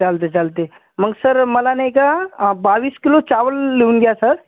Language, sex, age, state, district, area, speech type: Marathi, male, 30-45, Maharashtra, Washim, urban, conversation